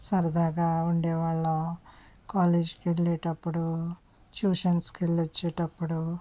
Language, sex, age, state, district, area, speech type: Telugu, female, 45-60, Andhra Pradesh, West Godavari, rural, spontaneous